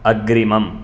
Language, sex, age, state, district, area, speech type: Sanskrit, male, 18-30, Karnataka, Bangalore Urban, urban, read